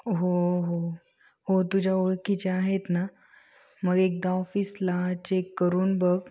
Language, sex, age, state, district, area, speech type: Marathi, female, 18-30, Maharashtra, Ahmednagar, urban, spontaneous